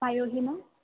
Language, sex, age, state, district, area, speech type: Sanskrit, female, 18-30, Kerala, Thrissur, urban, conversation